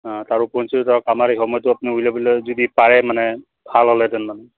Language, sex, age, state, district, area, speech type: Assamese, male, 45-60, Assam, Dibrugarh, urban, conversation